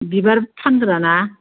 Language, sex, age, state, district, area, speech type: Bodo, female, 45-60, Assam, Kokrajhar, rural, conversation